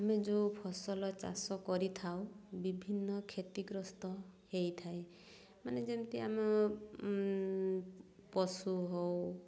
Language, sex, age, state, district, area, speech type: Odia, female, 30-45, Odisha, Mayurbhanj, rural, spontaneous